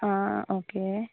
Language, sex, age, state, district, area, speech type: Malayalam, female, 60+, Kerala, Kozhikode, urban, conversation